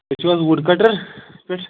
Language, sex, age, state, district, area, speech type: Kashmiri, male, 30-45, Jammu and Kashmir, Pulwama, rural, conversation